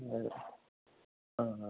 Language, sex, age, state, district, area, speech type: Malayalam, male, 18-30, Kerala, Idukki, rural, conversation